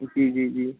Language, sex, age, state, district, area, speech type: Hindi, male, 18-30, Madhya Pradesh, Harda, urban, conversation